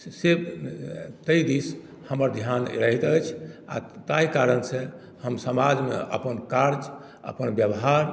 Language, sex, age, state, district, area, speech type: Maithili, male, 60+, Bihar, Madhubani, rural, spontaneous